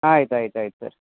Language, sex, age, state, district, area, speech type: Kannada, male, 45-60, Karnataka, Udupi, rural, conversation